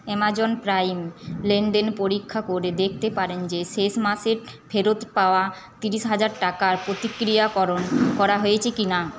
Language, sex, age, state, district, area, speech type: Bengali, female, 30-45, West Bengal, Paschim Bardhaman, urban, read